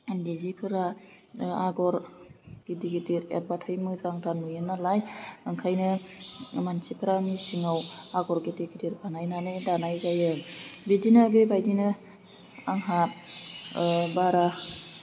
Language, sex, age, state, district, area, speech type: Bodo, female, 30-45, Assam, Baksa, rural, spontaneous